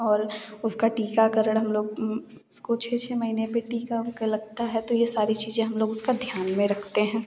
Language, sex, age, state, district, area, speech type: Hindi, female, 18-30, Uttar Pradesh, Jaunpur, rural, spontaneous